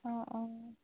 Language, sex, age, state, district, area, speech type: Assamese, female, 18-30, Assam, Jorhat, urban, conversation